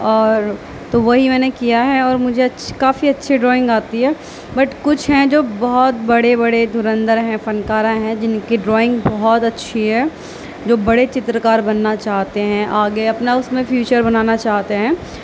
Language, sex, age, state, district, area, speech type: Urdu, female, 18-30, Uttar Pradesh, Gautam Buddha Nagar, rural, spontaneous